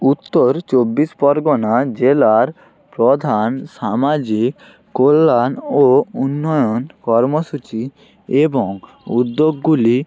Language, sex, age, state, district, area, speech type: Bengali, male, 18-30, West Bengal, North 24 Parganas, rural, spontaneous